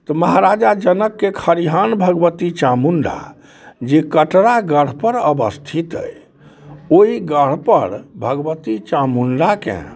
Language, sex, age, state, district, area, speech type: Maithili, male, 45-60, Bihar, Muzaffarpur, rural, spontaneous